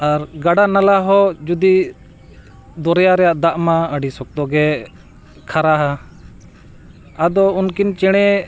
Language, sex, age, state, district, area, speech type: Santali, male, 45-60, Jharkhand, Bokaro, rural, spontaneous